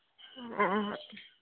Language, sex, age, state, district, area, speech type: Manipuri, female, 18-30, Manipur, Kangpokpi, urban, conversation